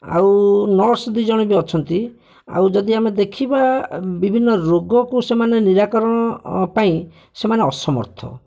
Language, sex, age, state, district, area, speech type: Odia, male, 45-60, Odisha, Bhadrak, rural, spontaneous